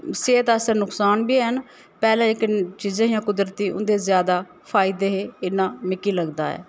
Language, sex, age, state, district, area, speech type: Dogri, female, 30-45, Jammu and Kashmir, Udhampur, rural, spontaneous